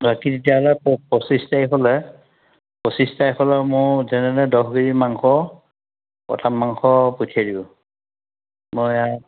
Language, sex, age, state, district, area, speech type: Assamese, male, 60+, Assam, Majuli, rural, conversation